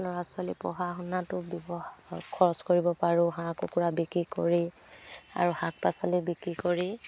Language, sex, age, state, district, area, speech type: Assamese, female, 45-60, Assam, Dibrugarh, rural, spontaneous